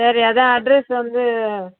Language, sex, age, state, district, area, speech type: Tamil, female, 60+, Tamil Nadu, Viluppuram, rural, conversation